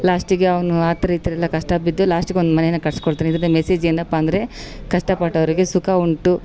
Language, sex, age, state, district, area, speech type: Kannada, female, 45-60, Karnataka, Vijayanagara, rural, spontaneous